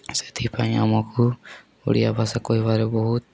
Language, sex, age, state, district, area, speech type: Odia, male, 18-30, Odisha, Nuapada, urban, spontaneous